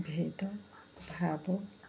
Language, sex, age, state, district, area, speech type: Odia, female, 45-60, Odisha, Koraput, urban, spontaneous